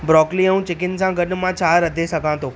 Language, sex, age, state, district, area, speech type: Sindhi, female, 45-60, Maharashtra, Thane, urban, read